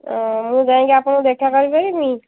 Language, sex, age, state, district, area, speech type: Odia, female, 45-60, Odisha, Angul, rural, conversation